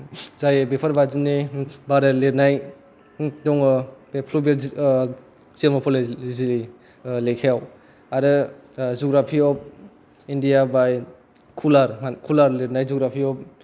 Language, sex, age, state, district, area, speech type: Bodo, male, 18-30, Assam, Kokrajhar, urban, spontaneous